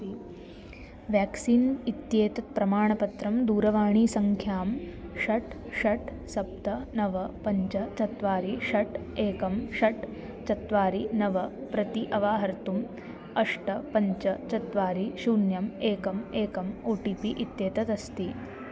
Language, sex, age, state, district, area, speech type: Sanskrit, female, 18-30, Maharashtra, Washim, urban, read